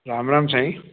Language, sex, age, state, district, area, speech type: Sindhi, male, 60+, Uttar Pradesh, Lucknow, urban, conversation